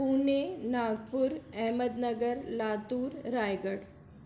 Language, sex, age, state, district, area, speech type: Sindhi, female, 60+, Maharashtra, Thane, urban, spontaneous